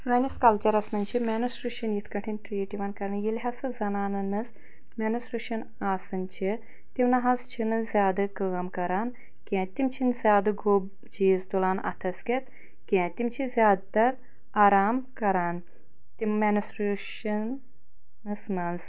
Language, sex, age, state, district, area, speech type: Kashmiri, female, 30-45, Jammu and Kashmir, Anantnag, rural, spontaneous